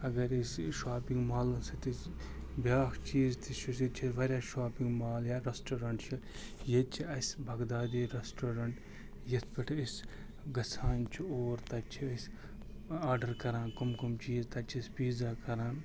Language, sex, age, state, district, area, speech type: Kashmiri, male, 30-45, Jammu and Kashmir, Ganderbal, rural, spontaneous